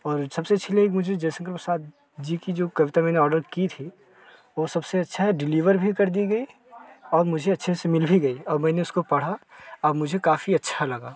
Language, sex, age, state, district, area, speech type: Hindi, male, 30-45, Uttar Pradesh, Jaunpur, rural, spontaneous